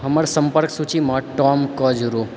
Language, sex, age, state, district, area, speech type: Maithili, male, 18-30, Bihar, Purnia, rural, read